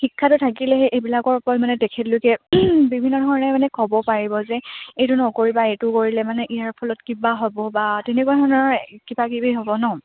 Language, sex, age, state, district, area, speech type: Assamese, female, 18-30, Assam, Dibrugarh, rural, conversation